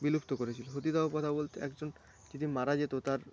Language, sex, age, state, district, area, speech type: Bengali, male, 18-30, West Bengal, Paschim Medinipur, rural, spontaneous